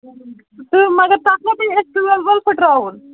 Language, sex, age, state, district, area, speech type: Kashmiri, female, 30-45, Jammu and Kashmir, Srinagar, urban, conversation